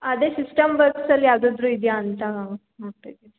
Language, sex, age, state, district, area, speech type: Kannada, female, 18-30, Karnataka, Hassan, rural, conversation